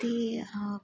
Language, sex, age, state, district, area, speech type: Punjabi, female, 30-45, Punjab, Jalandhar, urban, spontaneous